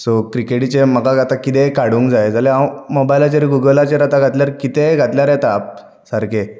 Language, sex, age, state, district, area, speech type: Goan Konkani, male, 18-30, Goa, Bardez, rural, spontaneous